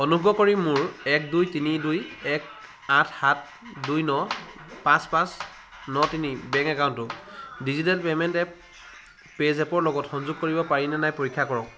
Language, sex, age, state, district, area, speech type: Assamese, male, 60+, Assam, Charaideo, rural, read